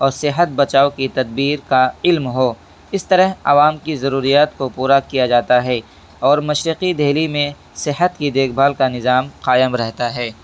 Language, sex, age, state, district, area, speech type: Urdu, male, 18-30, Delhi, East Delhi, urban, spontaneous